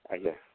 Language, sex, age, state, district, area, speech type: Odia, male, 60+, Odisha, Jharsuguda, rural, conversation